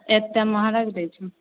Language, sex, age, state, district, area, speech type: Maithili, female, 18-30, Bihar, Begusarai, urban, conversation